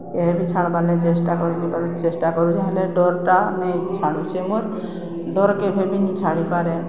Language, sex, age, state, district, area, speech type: Odia, female, 60+, Odisha, Balangir, urban, spontaneous